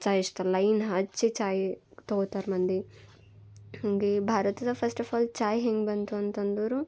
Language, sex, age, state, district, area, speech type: Kannada, female, 18-30, Karnataka, Bidar, urban, spontaneous